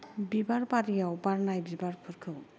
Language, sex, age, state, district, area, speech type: Bodo, female, 30-45, Assam, Kokrajhar, rural, spontaneous